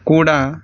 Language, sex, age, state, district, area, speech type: Telugu, male, 30-45, Andhra Pradesh, Vizianagaram, rural, spontaneous